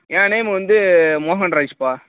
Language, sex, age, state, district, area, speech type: Tamil, male, 30-45, Tamil Nadu, Tiruchirappalli, rural, conversation